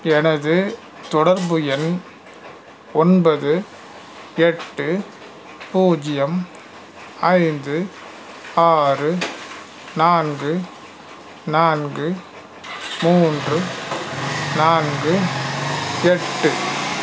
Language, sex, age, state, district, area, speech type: Tamil, male, 45-60, Tamil Nadu, Salem, rural, read